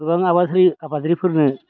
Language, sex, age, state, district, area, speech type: Bodo, male, 60+, Assam, Baksa, urban, spontaneous